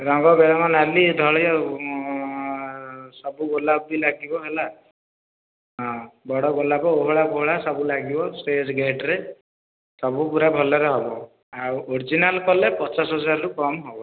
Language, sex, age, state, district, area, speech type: Odia, male, 30-45, Odisha, Khordha, rural, conversation